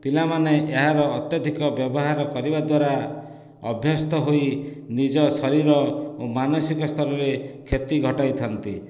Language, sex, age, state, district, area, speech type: Odia, male, 45-60, Odisha, Dhenkanal, rural, spontaneous